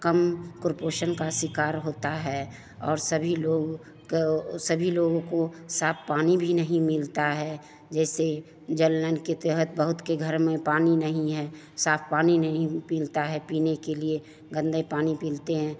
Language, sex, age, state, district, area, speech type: Hindi, female, 45-60, Bihar, Begusarai, rural, spontaneous